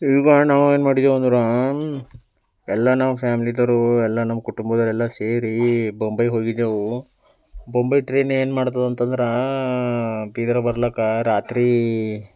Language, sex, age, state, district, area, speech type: Kannada, male, 18-30, Karnataka, Bidar, urban, spontaneous